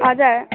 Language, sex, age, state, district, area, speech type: Nepali, female, 18-30, West Bengal, Jalpaiguri, rural, conversation